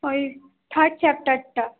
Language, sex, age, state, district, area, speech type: Bengali, female, 18-30, West Bengal, Howrah, urban, conversation